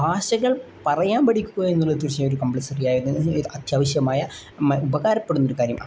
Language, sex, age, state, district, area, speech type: Malayalam, male, 18-30, Kerala, Kozhikode, rural, spontaneous